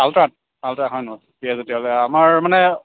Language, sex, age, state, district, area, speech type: Assamese, female, 60+, Assam, Kamrup Metropolitan, urban, conversation